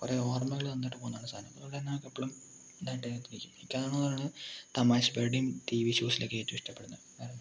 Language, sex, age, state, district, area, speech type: Malayalam, male, 18-30, Kerala, Wayanad, rural, spontaneous